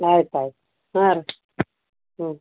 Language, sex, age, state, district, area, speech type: Kannada, female, 45-60, Karnataka, Gulbarga, urban, conversation